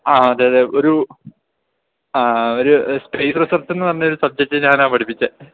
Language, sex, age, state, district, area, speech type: Malayalam, male, 18-30, Kerala, Idukki, urban, conversation